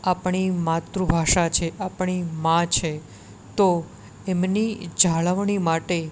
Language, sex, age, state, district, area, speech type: Gujarati, male, 18-30, Gujarat, Anand, urban, spontaneous